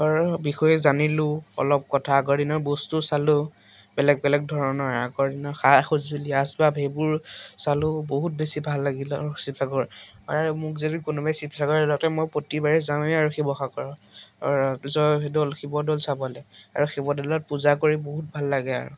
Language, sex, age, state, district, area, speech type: Assamese, male, 18-30, Assam, Majuli, urban, spontaneous